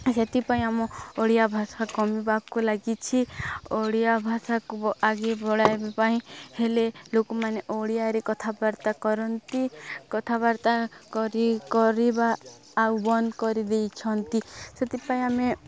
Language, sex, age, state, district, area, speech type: Odia, female, 18-30, Odisha, Nuapada, urban, spontaneous